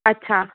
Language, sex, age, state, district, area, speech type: Sindhi, female, 30-45, Rajasthan, Ajmer, urban, conversation